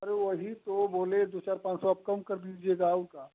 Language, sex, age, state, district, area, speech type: Hindi, male, 30-45, Uttar Pradesh, Chandauli, rural, conversation